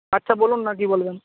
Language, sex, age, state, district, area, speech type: Bengali, male, 60+, West Bengal, Purba Medinipur, rural, conversation